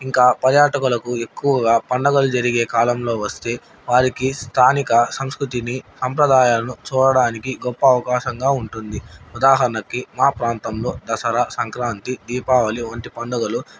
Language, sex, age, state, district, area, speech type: Telugu, male, 30-45, Andhra Pradesh, Nandyal, urban, spontaneous